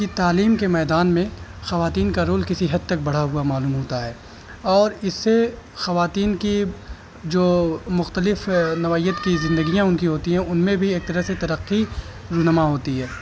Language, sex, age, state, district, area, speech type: Urdu, male, 30-45, Uttar Pradesh, Azamgarh, rural, spontaneous